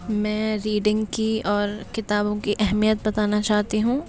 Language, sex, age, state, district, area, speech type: Urdu, male, 18-30, Delhi, Central Delhi, urban, spontaneous